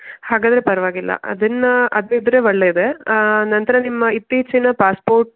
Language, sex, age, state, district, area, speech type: Kannada, female, 18-30, Karnataka, Shimoga, rural, conversation